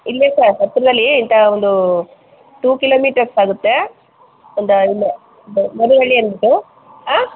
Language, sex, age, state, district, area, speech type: Kannada, female, 45-60, Karnataka, Chamarajanagar, rural, conversation